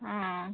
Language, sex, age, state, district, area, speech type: Odia, female, 18-30, Odisha, Mayurbhanj, rural, conversation